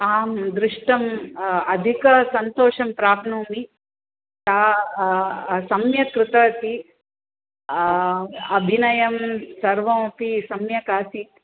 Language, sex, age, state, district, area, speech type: Sanskrit, female, 45-60, Tamil Nadu, Thanjavur, urban, conversation